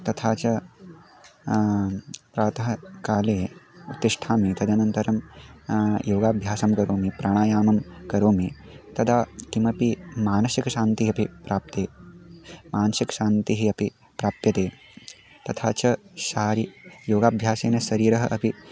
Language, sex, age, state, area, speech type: Sanskrit, male, 18-30, Uttarakhand, rural, spontaneous